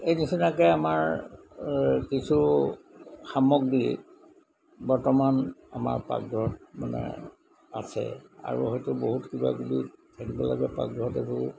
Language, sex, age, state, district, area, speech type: Assamese, male, 60+, Assam, Golaghat, urban, spontaneous